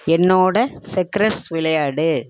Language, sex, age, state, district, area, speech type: Tamil, female, 60+, Tamil Nadu, Tiruvarur, rural, read